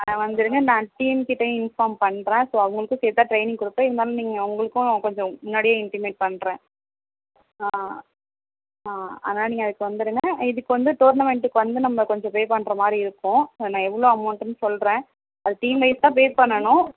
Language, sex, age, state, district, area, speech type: Tamil, female, 18-30, Tamil Nadu, Perambalur, rural, conversation